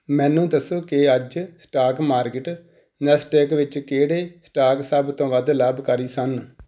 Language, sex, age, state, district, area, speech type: Punjabi, male, 45-60, Punjab, Tarn Taran, rural, read